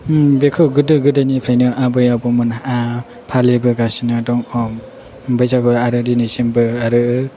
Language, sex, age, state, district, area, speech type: Bodo, male, 18-30, Assam, Chirang, rural, spontaneous